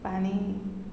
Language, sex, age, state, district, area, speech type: Odia, female, 45-60, Odisha, Ganjam, urban, spontaneous